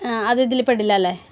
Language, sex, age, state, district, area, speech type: Malayalam, female, 30-45, Kerala, Ernakulam, rural, spontaneous